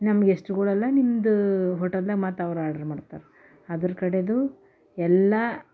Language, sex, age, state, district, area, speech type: Kannada, female, 45-60, Karnataka, Bidar, urban, spontaneous